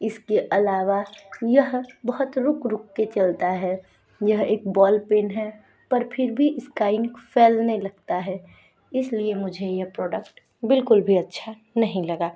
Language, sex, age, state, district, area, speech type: Hindi, female, 45-60, Uttar Pradesh, Sonbhadra, rural, spontaneous